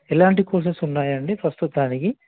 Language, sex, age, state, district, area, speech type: Telugu, male, 30-45, Telangana, Nizamabad, urban, conversation